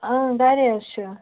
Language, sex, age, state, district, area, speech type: Kashmiri, female, 18-30, Jammu and Kashmir, Budgam, rural, conversation